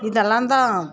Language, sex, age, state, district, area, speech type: Tamil, female, 45-60, Tamil Nadu, Dharmapuri, rural, spontaneous